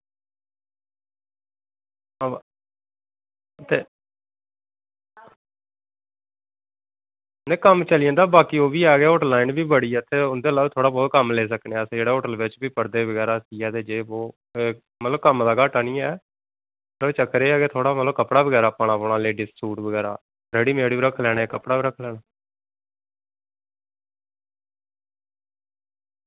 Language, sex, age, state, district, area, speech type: Dogri, male, 30-45, Jammu and Kashmir, Reasi, rural, conversation